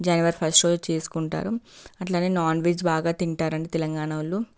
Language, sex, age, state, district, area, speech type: Telugu, female, 18-30, Telangana, Nalgonda, urban, spontaneous